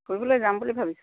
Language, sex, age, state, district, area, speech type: Assamese, female, 60+, Assam, Sivasagar, rural, conversation